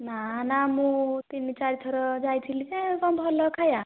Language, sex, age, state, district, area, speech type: Odia, female, 18-30, Odisha, Nayagarh, rural, conversation